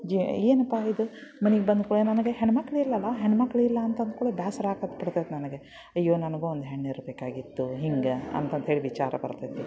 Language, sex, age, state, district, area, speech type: Kannada, female, 45-60, Karnataka, Dharwad, urban, spontaneous